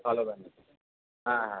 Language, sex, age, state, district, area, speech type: Bengali, male, 30-45, West Bengal, Darjeeling, rural, conversation